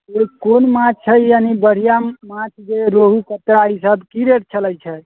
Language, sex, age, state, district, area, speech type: Maithili, male, 18-30, Bihar, Muzaffarpur, rural, conversation